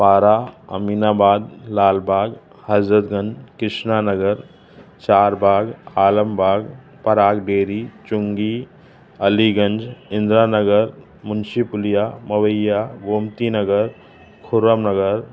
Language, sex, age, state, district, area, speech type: Sindhi, male, 45-60, Uttar Pradesh, Lucknow, urban, spontaneous